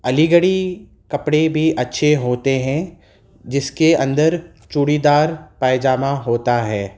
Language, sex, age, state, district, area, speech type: Urdu, male, 30-45, Uttar Pradesh, Gautam Buddha Nagar, rural, spontaneous